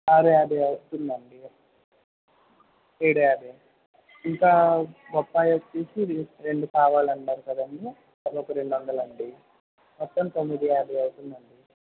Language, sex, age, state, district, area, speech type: Telugu, male, 18-30, Andhra Pradesh, N T Rama Rao, urban, conversation